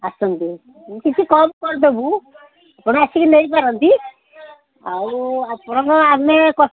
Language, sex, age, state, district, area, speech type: Odia, female, 60+, Odisha, Gajapati, rural, conversation